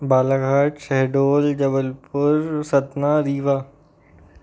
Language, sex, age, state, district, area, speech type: Hindi, male, 30-45, Madhya Pradesh, Balaghat, rural, spontaneous